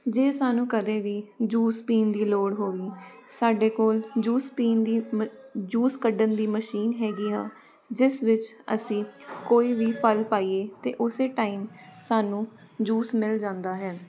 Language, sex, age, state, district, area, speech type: Punjabi, female, 18-30, Punjab, Jalandhar, urban, spontaneous